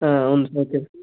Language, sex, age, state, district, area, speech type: Telugu, male, 18-30, Telangana, Yadadri Bhuvanagiri, urban, conversation